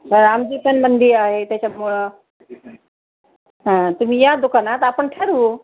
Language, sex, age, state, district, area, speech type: Marathi, female, 60+, Maharashtra, Nanded, urban, conversation